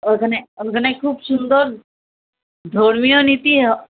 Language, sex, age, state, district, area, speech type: Bengali, female, 18-30, West Bengal, Alipurduar, rural, conversation